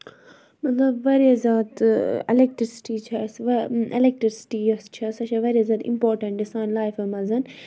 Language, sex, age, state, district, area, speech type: Kashmiri, female, 30-45, Jammu and Kashmir, Budgam, rural, spontaneous